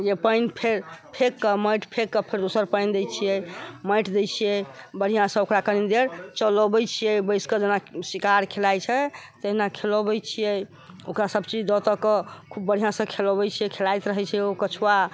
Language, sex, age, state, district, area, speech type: Maithili, female, 60+, Bihar, Sitamarhi, urban, spontaneous